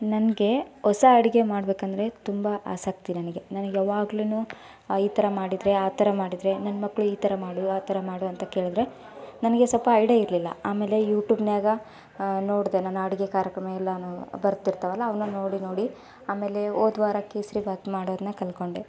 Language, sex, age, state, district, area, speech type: Kannada, female, 18-30, Karnataka, Koppal, rural, spontaneous